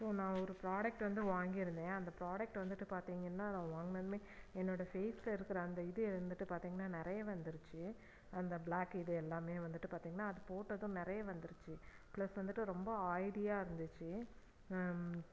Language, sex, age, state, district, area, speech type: Tamil, female, 45-60, Tamil Nadu, Erode, rural, spontaneous